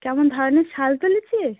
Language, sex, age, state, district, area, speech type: Bengali, female, 45-60, West Bengal, South 24 Parganas, rural, conversation